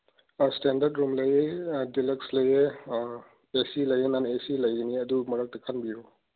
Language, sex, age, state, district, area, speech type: Manipuri, male, 45-60, Manipur, Chandel, rural, conversation